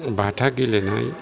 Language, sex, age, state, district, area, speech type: Bodo, male, 60+, Assam, Kokrajhar, rural, spontaneous